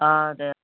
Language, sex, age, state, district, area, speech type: Malayalam, male, 18-30, Kerala, Malappuram, rural, conversation